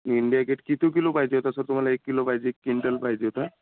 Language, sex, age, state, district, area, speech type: Marathi, male, 30-45, Maharashtra, Amravati, rural, conversation